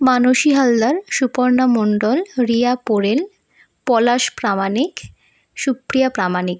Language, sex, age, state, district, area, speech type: Bengali, female, 18-30, West Bengal, North 24 Parganas, urban, spontaneous